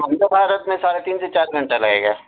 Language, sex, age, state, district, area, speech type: Urdu, male, 45-60, Bihar, Gaya, urban, conversation